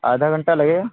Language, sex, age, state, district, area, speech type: Urdu, male, 30-45, Bihar, Purnia, rural, conversation